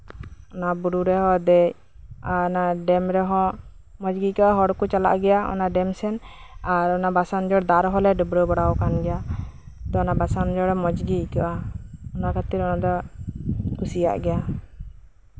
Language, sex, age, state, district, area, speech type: Santali, female, 18-30, West Bengal, Birbhum, rural, spontaneous